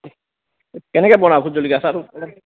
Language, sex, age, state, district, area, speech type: Assamese, male, 30-45, Assam, Lakhimpur, rural, conversation